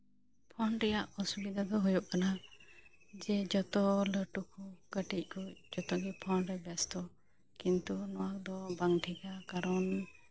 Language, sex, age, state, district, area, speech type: Santali, female, 30-45, West Bengal, Birbhum, rural, spontaneous